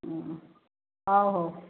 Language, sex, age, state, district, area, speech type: Odia, female, 60+, Odisha, Angul, rural, conversation